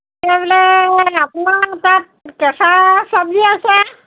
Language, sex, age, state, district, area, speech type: Assamese, female, 60+, Assam, Golaghat, urban, conversation